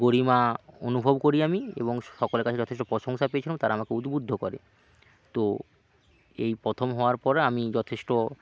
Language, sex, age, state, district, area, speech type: Bengali, male, 30-45, West Bengal, Hooghly, rural, spontaneous